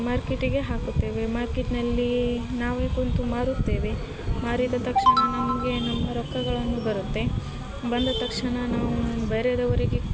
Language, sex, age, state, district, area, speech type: Kannada, female, 18-30, Karnataka, Gadag, urban, spontaneous